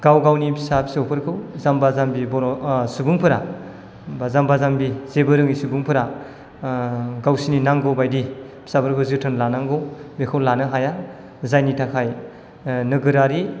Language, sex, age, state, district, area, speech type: Bodo, male, 18-30, Assam, Chirang, rural, spontaneous